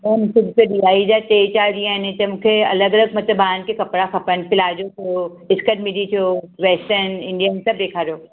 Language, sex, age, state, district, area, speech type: Sindhi, female, 45-60, Maharashtra, Mumbai Suburban, urban, conversation